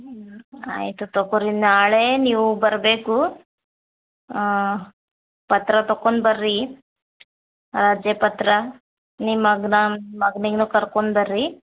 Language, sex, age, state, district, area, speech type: Kannada, female, 30-45, Karnataka, Bidar, urban, conversation